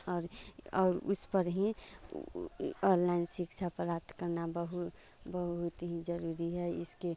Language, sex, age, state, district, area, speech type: Hindi, female, 30-45, Bihar, Vaishali, urban, spontaneous